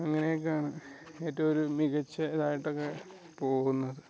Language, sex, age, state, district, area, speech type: Malayalam, male, 18-30, Kerala, Wayanad, rural, spontaneous